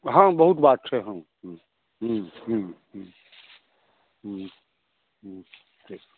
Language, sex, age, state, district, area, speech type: Maithili, male, 45-60, Bihar, Saharsa, rural, conversation